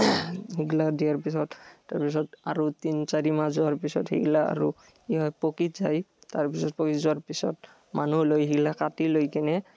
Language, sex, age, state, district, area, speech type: Assamese, male, 18-30, Assam, Barpeta, rural, spontaneous